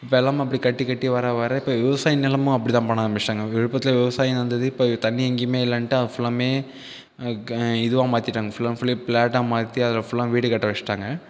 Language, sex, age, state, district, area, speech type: Tamil, male, 18-30, Tamil Nadu, Viluppuram, urban, spontaneous